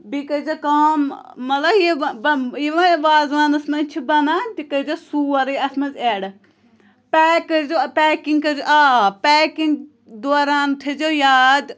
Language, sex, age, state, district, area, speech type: Kashmiri, female, 18-30, Jammu and Kashmir, Pulwama, rural, spontaneous